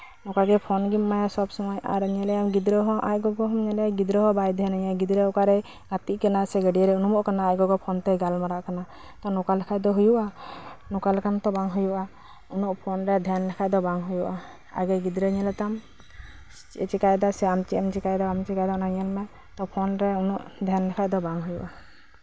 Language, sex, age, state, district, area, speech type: Santali, female, 18-30, West Bengal, Birbhum, rural, spontaneous